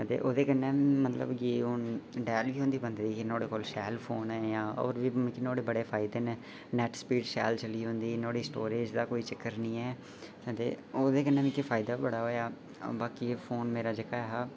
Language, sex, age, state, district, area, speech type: Dogri, male, 18-30, Jammu and Kashmir, Udhampur, rural, spontaneous